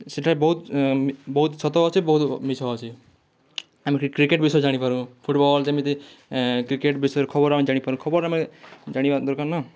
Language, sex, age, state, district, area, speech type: Odia, male, 18-30, Odisha, Kalahandi, rural, spontaneous